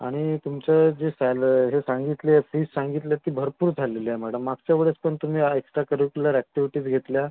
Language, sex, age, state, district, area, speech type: Marathi, male, 30-45, Maharashtra, Amravati, urban, conversation